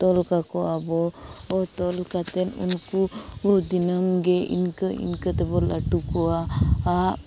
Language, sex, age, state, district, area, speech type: Santali, female, 18-30, Jharkhand, Seraikela Kharsawan, rural, spontaneous